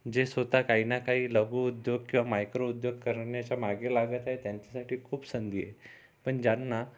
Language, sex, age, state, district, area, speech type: Marathi, male, 30-45, Maharashtra, Amravati, urban, spontaneous